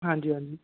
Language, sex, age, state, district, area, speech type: Dogri, male, 18-30, Jammu and Kashmir, Reasi, urban, conversation